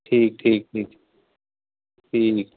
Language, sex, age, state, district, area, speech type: Punjabi, male, 30-45, Punjab, Pathankot, rural, conversation